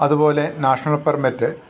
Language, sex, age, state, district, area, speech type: Malayalam, male, 45-60, Kerala, Idukki, rural, spontaneous